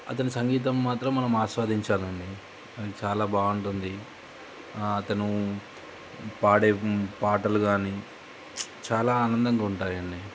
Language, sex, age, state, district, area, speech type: Telugu, male, 30-45, Telangana, Nizamabad, urban, spontaneous